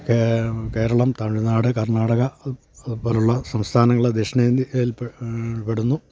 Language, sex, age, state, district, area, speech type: Malayalam, male, 45-60, Kerala, Idukki, rural, spontaneous